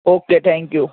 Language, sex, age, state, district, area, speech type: Gujarati, male, 18-30, Gujarat, Ahmedabad, urban, conversation